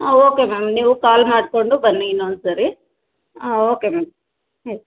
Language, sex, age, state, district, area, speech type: Kannada, female, 30-45, Karnataka, Kolar, rural, conversation